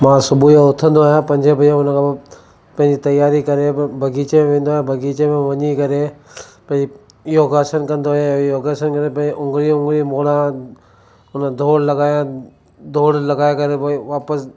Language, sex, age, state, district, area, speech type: Sindhi, male, 30-45, Gujarat, Kutch, rural, spontaneous